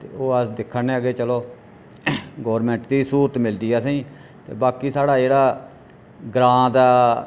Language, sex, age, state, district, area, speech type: Dogri, male, 45-60, Jammu and Kashmir, Reasi, rural, spontaneous